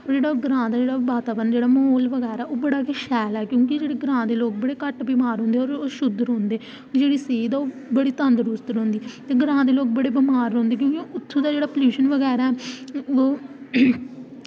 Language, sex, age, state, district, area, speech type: Dogri, female, 18-30, Jammu and Kashmir, Samba, rural, spontaneous